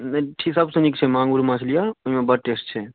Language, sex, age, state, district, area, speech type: Maithili, male, 18-30, Bihar, Darbhanga, rural, conversation